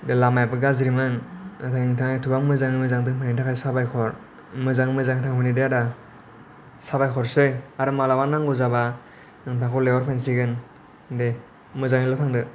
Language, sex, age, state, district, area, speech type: Bodo, male, 18-30, Assam, Kokrajhar, rural, spontaneous